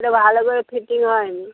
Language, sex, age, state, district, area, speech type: Bengali, female, 30-45, West Bengal, Uttar Dinajpur, rural, conversation